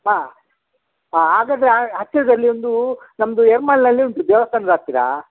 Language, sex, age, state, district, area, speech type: Kannada, male, 60+, Karnataka, Udupi, rural, conversation